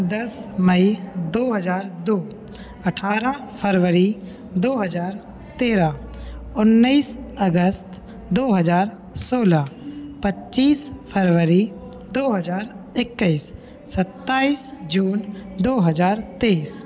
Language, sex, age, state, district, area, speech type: Hindi, male, 18-30, Madhya Pradesh, Hoshangabad, rural, spontaneous